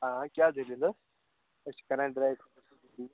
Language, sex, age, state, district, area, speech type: Kashmiri, male, 45-60, Jammu and Kashmir, Srinagar, urban, conversation